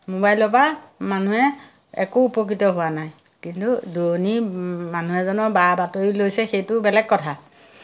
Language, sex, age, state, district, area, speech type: Assamese, female, 60+, Assam, Majuli, urban, spontaneous